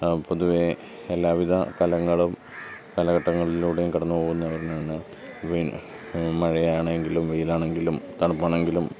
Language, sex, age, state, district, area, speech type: Malayalam, male, 30-45, Kerala, Pathanamthitta, urban, spontaneous